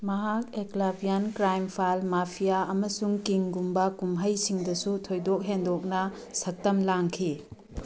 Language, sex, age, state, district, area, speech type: Manipuri, female, 45-60, Manipur, Bishnupur, rural, read